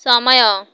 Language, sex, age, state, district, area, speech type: Odia, female, 18-30, Odisha, Malkangiri, urban, read